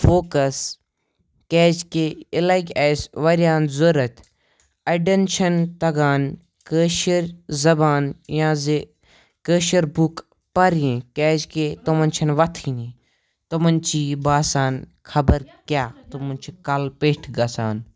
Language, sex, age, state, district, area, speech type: Kashmiri, male, 18-30, Jammu and Kashmir, Kupwara, rural, spontaneous